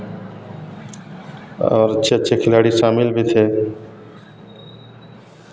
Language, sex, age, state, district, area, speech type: Hindi, male, 45-60, Uttar Pradesh, Varanasi, rural, spontaneous